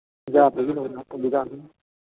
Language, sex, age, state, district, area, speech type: Manipuri, male, 60+, Manipur, Imphal East, urban, conversation